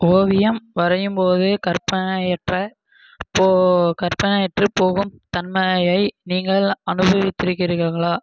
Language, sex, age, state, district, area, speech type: Tamil, male, 18-30, Tamil Nadu, Krishnagiri, rural, spontaneous